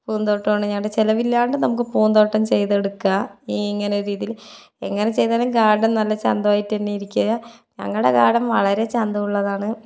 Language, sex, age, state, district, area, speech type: Malayalam, female, 18-30, Kerala, Palakkad, urban, spontaneous